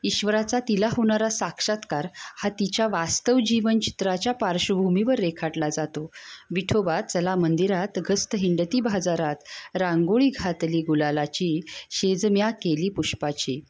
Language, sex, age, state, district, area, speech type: Marathi, female, 30-45, Maharashtra, Satara, rural, spontaneous